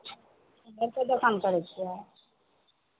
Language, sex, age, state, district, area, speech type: Maithili, female, 45-60, Bihar, Madhepura, rural, conversation